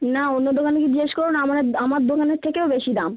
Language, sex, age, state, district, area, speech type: Bengali, female, 18-30, West Bengal, South 24 Parganas, rural, conversation